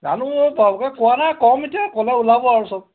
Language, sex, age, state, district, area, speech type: Assamese, male, 45-60, Assam, Golaghat, rural, conversation